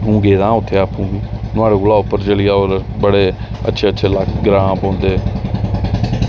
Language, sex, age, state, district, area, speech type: Dogri, male, 30-45, Jammu and Kashmir, Reasi, rural, spontaneous